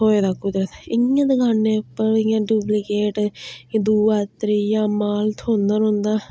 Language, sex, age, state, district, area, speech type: Dogri, female, 30-45, Jammu and Kashmir, Udhampur, rural, spontaneous